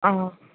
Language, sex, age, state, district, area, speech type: Dogri, female, 30-45, Jammu and Kashmir, Jammu, urban, conversation